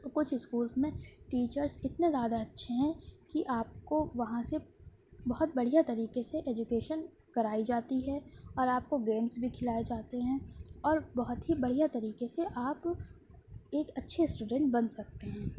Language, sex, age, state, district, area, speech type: Urdu, female, 18-30, Uttar Pradesh, Shahjahanpur, urban, spontaneous